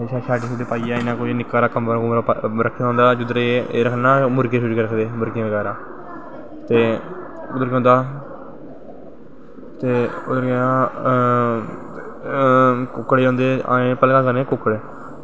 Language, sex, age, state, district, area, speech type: Dogri, male, 18-30, Jammu and Kashmir, Jammu, rural, spontaneous